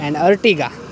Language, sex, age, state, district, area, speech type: Gujarati, male, 18-30, Gujarat, Rajkot, urban, spontaneous